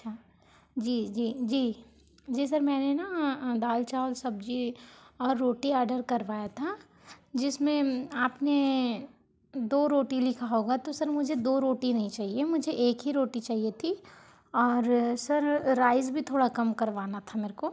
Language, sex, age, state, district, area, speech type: Hindi, female, 45-60, Madhya Pradesh, Balaghat, rural, spontaneous